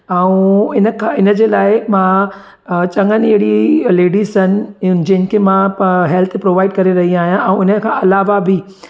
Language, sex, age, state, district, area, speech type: Sindhi, female, 30-45, Gujarat, Surat, urban, spontaneous